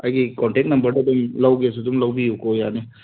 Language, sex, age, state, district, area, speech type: Manipuri, male, 30-45, Manipur, Kangpokpi, urban, conversation